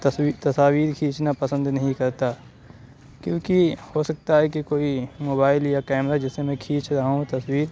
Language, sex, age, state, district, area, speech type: Urdu, male, 45-60, Uttar Pradesh, Aligarh, rural, spontaneous